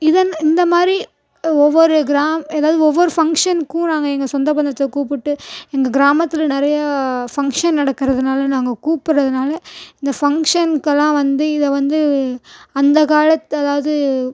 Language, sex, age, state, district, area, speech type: Tamil, female, 18-30, Tamil Nadu, Tiruchirappalli, rural, spontaneous